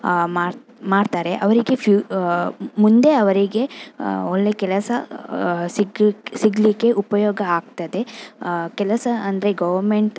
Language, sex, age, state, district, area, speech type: Kannada, female, 30-45, Karnataka, Shimoga, rural, spontaneous